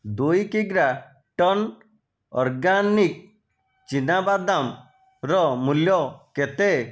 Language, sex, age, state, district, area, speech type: Odia, male, 60+, Odisha, Jajpur, rural, read